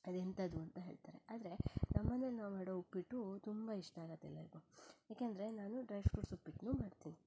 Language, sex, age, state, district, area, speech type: Kannada, female, 30-45, Karnataka, Shimoga, rural, spontaneous